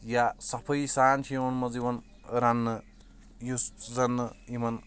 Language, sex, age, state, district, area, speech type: Kashmiri, male, 18-30, Jammu and Kashmir, Shopian, rural, spontaneous